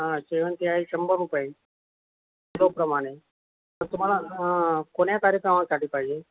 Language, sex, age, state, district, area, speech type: Marathi, male, 60+, Maharashtra, Nanded, urban, conversation